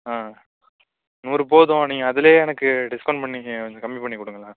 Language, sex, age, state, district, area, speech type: Tamil, male, 18-30, Tamil Nadu, Nagapattinam, rural, conversation